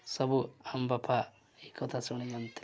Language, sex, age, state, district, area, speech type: Odia, male, 45-60, Odisha, Nuapada, rural, spontaneous